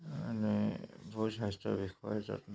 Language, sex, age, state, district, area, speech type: Assamese, male, 45-60, Assam, Dhemaji, rural, spontaneous